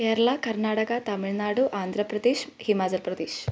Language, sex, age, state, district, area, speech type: Malayalam, female, 18-30, Kerala, Idukki, rural, spontaneous